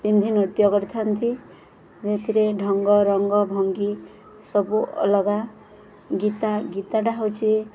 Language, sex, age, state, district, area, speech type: Odia, female, 18-30, Odisha, Subarnapur, urban, spontaneous